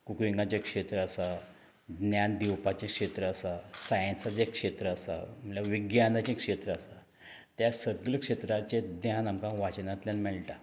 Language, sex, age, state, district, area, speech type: Goan Konkani, male, 60+, Goa, Canacona, rural, spontaneous